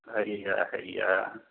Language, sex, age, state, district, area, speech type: Maithili, male, 60+, Bihar, Madhubani, rural, conversation